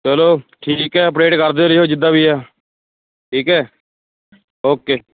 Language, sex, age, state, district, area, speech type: Punjabi, male, 18-30, Punjab, Shaheed Bhagat Singh Nagar, urban, conversation